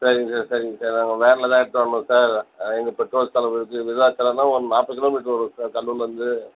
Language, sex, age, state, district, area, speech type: Tamil, female, 18-30, Tamil Nadu, Cuddalore, rural, conversation